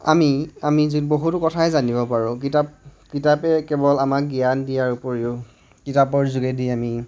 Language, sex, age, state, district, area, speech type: Assamese, male, 30-45, Assam, Majuli, urban, spontaneous